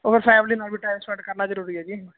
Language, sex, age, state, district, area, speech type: Punjabi, male, 18-30, Punjab, Hoshiarpur, rural, conversation